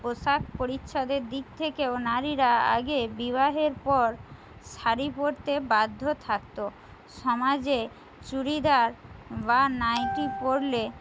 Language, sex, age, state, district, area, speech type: Bengali, female, 45-60, West Bengal, Jhargram, rural, spontaneous